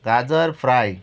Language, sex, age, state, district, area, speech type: Goan Konkani, male, 45-60, Goa, Murmgao, rural, spontaneous